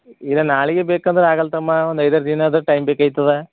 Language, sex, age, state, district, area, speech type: Kannada, male, 45-60, Karnataka, Bidar, rural, conversation